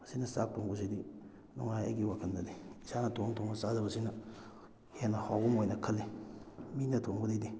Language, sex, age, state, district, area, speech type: Manipuri, male, 30-45, Manipur, Kakching, rural, spontaneous